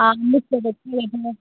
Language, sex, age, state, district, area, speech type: Dogri, female, 18-30, Jammu and Kashmir, Udhampur, rural, conversation